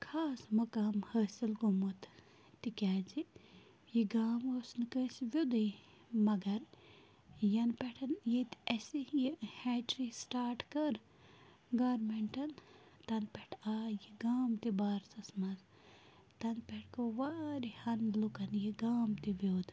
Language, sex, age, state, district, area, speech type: Kashmiri, female, 18-30, Jammu and Kashmir, Bandipora, rural, spontaneous